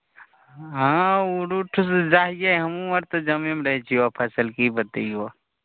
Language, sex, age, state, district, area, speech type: Maithili, male, 18-30, Bihar, Begusarai, rural, conversation